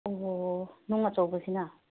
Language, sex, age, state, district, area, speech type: Manipuri, female, 30-45, Manipur, Imphal West, urban, conversation